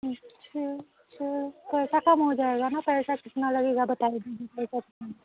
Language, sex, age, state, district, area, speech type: Hindi, female, 18-30, Uttar Pradesh, Prayagraj, rural, conversation